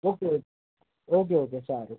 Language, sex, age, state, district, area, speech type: Gujarati, male, 18-30, Gujarat, Ahmedabad, urban, conversation